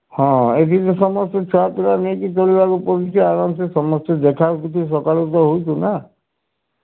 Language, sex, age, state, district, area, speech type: Odia, male, 60+, Odisha, Sundergarh, rural, conversation